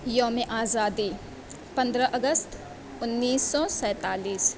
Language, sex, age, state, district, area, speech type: Urdu, female, 18-30, Uttar Pradesh, Mau, urban, spontaneous